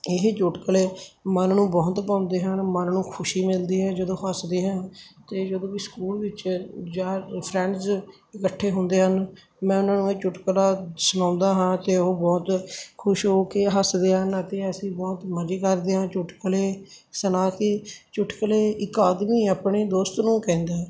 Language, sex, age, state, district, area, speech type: Punjabi, male, 30-45, Punjab, Barnala, rural, spontaneous